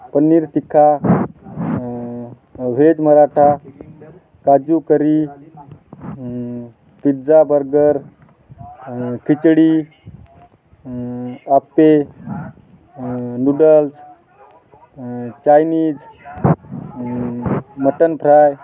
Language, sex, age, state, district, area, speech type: Marathi, male, 30-45, Maharashtra, Hingoli, urban, spontaneous